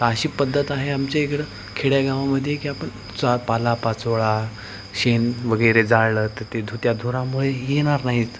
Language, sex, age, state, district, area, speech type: Marathi, male, 18-30, Maharashtra, Nanded, urban, spontaneous